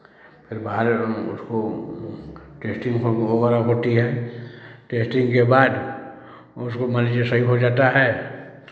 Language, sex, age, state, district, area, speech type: Hindi, male, 45-60, Uttar Pradesh, Chandauli, urban, spontaneous